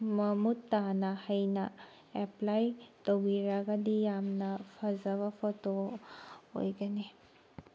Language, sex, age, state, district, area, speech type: Manipuri, female, 18-30, Manipur, Tengnoupal, rural, spontaneous